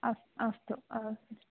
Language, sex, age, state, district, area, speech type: Sanskrit, female, 18-30, Kerala, Idukki, rural, conversation